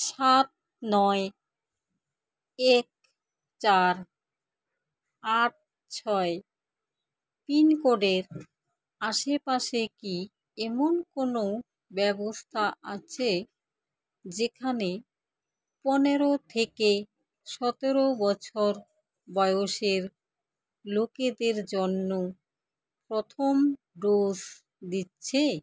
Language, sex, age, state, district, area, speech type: Bengali, female, 30-45, West Bengal, Alipurduar, rural, read